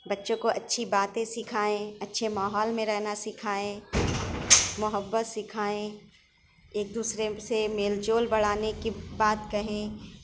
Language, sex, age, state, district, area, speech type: Urdu, female, 30-45, Uttar Pradesh, Shahjahanpur, urban, spontaneous